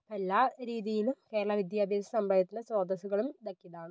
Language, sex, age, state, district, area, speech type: Malayalam, female, 18-30, Kerala, Kozhikode, urban, spontaneous